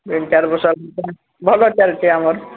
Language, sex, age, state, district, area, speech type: Odia, female, 60+, Odisha, Sundergarh, urban, conversation